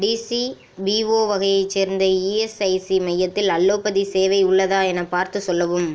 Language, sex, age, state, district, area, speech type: Tamil, female, 30-45, Tamil Nadu, Ariyalur, rural, read